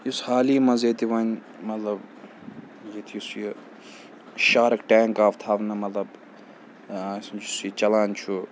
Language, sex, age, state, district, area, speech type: Kashmiri, male, 18-30, Jammu and Kashmir, Srinagar, urban, spontaneous